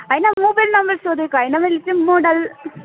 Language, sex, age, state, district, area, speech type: Nepali, female, 18-30, West Bengal, Alipurduar, urban, conversation